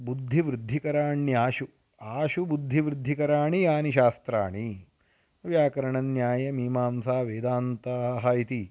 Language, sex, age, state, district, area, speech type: Sanskrit, male, 30-45, Karnataka, Uttara Kannada, rural, spontaneous